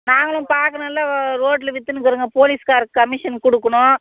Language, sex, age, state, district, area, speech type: Tamil, female, 45-60, Tamil Nadu, Tirupattur, rural, conversation